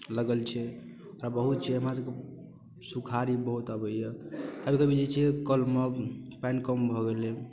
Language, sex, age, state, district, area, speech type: Maithili, male, 18-30, Bihar, Darbhanga, rural, spontaneous